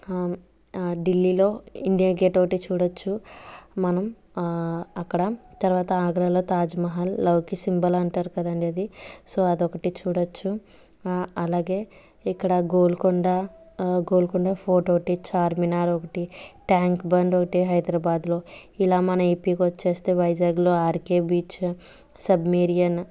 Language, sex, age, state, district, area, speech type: Telugu, female, 45-60, Andhra Pradesh, Kakinada, rural, spontaneous